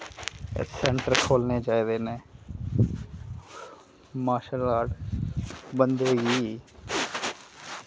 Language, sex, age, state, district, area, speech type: Dogri, male, 30-45, Jammu and Kashmir, Kathua, urban, spontaneous